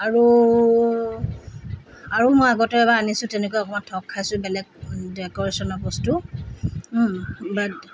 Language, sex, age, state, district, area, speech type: Assamese, female, 45-60, Assam, Tinsukia, rural, spontaneous